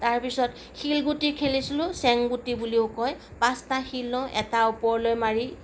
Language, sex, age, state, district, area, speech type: Assamese, female, 45-60, Assam, Sonitpur, urban, spontaneous